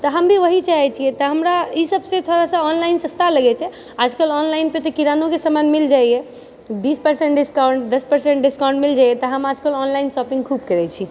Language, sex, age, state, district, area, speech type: Maithili, female, 30-45, Bihar, Purnia, rural, spontaneous